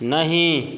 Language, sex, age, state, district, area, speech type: Hindi, male, 30-45, Bihar, Vaishali, rural, read